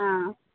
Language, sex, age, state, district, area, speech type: Telugu, female, 60+, Andhra Pradesh, Kadapa, rural, conversation